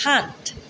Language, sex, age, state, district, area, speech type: Assamese, female, 45-60, Assam, Tinsukia, rural, read